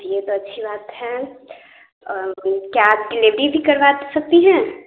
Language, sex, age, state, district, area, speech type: Hindi, female, 18-30, Bihar, Samastipur, rural, conversation